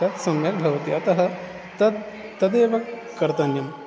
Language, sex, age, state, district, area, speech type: Sanskrit, male, 18-30, Odisha, Balangir, rural, spontaneous